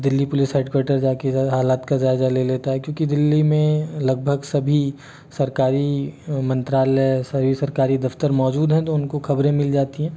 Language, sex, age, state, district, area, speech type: Hindi, male, 30-45, Delhi, New Delhi, urban, spontaneous